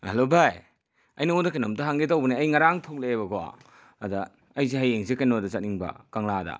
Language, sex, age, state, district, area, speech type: Manipuri, male, 45-60, Manipur, Imphal West, urban, spontaneous